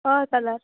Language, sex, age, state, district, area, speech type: Goan Konkani, female, 18-30, Goa, Canacona, rural, conversation